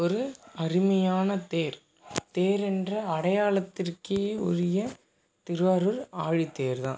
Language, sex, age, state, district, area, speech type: Tamil, male, 18-30, Tamil Nadu, Tiruvarur, rural, spontaneous